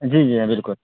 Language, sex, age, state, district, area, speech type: Urdu, male, 30-45, Bihar, Purnia, rural, conversation